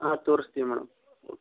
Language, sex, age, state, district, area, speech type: Kannada, male, 30-45, Karnataka, Gadag, rural, conversation